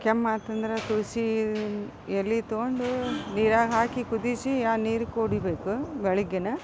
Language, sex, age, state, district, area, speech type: Kannada, female, 45-60, Karnataka, Gadag, rural, spontaneous